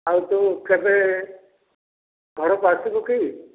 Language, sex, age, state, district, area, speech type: Odia, male, 60+, Odisha, Dhenkanal, rural, conversation